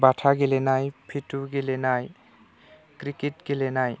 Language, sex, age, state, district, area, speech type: Bodo, male, 18-30, Assam, Udalguri, rural, spontaneous